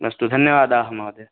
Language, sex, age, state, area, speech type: Sanskrit, male, 18-30, Rajasthan, urban, conversation